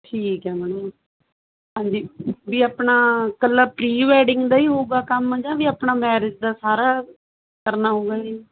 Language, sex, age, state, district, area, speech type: Punjabi, female, 30-45, Punjab, Barnala, rural, conversation